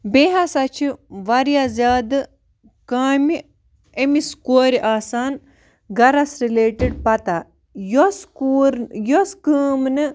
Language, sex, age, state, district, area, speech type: Kashmiri, female, 18-30, Jammu and Kashmir, Baramulla, rural, spontaneous